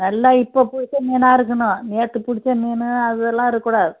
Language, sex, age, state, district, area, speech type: Tamil, female, 60+, Tamil Nadu, Kallakurichi, urban, conversation